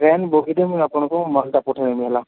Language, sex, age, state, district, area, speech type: Odia, female, 45-60, Odisha, Nuapada, urban, conversation